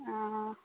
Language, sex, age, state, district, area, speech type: Assamese, female, 30-45, Assam, Dibrugarh, urban, conversation